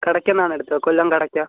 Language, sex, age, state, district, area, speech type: Malayalam, male, 18-30, Kerala, Kollam, rural, conversation